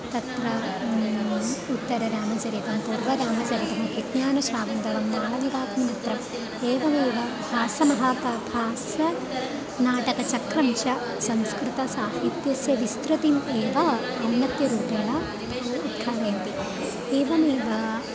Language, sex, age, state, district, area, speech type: Sanskrit, female, 18-30, Kerala, Thrissur, urban, spontaneous